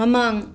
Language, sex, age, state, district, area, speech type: Manipuri, female, 30-45, Manipur, Imphal West, urban, read